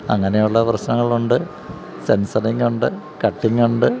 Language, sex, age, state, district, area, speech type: Malayalam, male, 45-60, Kerala, Kottayam, urban, spontaneous